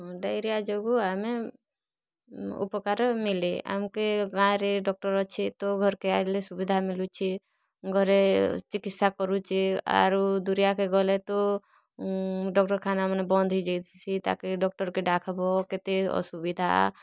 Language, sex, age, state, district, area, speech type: Odia, female, 30-45, Odisha, Kalahandi, rural, spontaneous